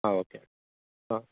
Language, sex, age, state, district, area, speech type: Kannada, male, 18-30, Karnataka, Chikkaballapur, rural, conversation